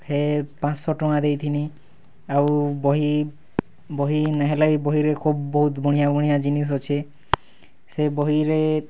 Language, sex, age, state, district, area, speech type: Odia, male, 18-30, Odisha, Kalahandi, rural, spontaneous